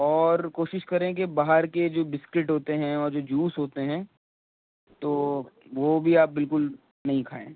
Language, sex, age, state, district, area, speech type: Urdu, male, 18-30, Uttar Pradesh, Rampur, urban, conversation